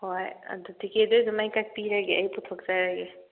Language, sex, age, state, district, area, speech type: Manipuri, female, 18-30, Manipur, Thoubal, rural, conversation